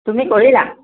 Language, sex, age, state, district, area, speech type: Assamese, female, 30-45, Assam, Tinsukia, urban, conversation